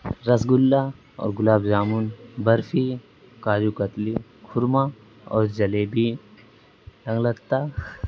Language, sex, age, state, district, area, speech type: Urdu, male, 18-30, Uttar Pradesh, Azamgarh, rural, spontaneous